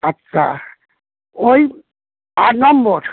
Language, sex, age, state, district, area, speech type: Bengali, female, 60+, West Bengal, Darjeeling, rural, conversation